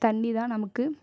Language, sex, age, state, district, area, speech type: Tamil, female, 18-30, Tamil Nadu, Viluppuram, urban, spontaneous